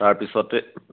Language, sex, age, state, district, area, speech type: Assamese, male, 18-30, Assam, Biswanath, rural, conversation